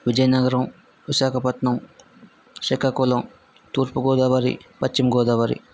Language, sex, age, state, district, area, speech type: Telugu, male, 30-45, Andhra Pradesh, Vizianagaram, rural, spontaneous